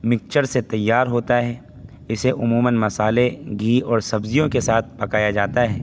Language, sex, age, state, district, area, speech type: Urdu, male, 18-30, Uttar Pradesh, Saharanpur, urban, spontaneous